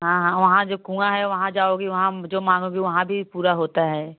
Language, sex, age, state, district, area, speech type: Hindi, female, 18-30, Uttar Pradesh, Jaunpur, rural, conversation